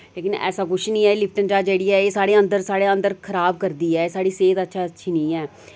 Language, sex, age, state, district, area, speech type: Dogri, female, 30-45, Jammu and Kashmir, Reasi, rural, spontaneous